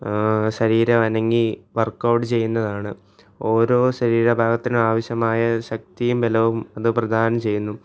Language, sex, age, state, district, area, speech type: Malayalam, male, 18-30, Kerala, Alappuzha, rural, spontaneous